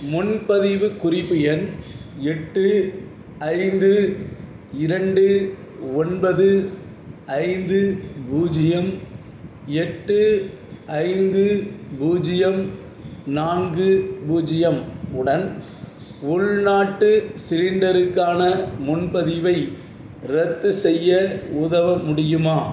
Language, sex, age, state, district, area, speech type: Tamil, male, 45-60, Tamil Nadu, Madurai, urban, read